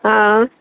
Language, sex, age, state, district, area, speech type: Sindhi, female, 60+, Uttar Pradesh, Lucknow, rural, conversation